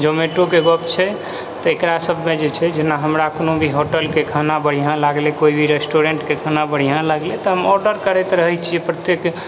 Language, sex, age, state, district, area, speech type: Maithili, male, 30-45, Bihar, Purnia, rural, spontaneous